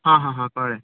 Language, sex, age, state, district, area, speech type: Goan Konkani, male, 18-30, Goa, Canacona, rural, conversation